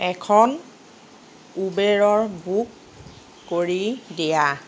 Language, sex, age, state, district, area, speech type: Assamese, female, 30-45, Assam, Nagaon, rural, read